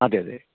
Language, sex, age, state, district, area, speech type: Malayalam, male, 45-60, Kerala, Kottayam, urban, conversation